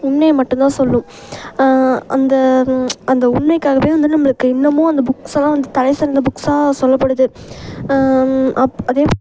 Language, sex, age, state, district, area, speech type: Tamil, female, 18-30, Tamil Nadu, Thanjavur, urban, spontaneous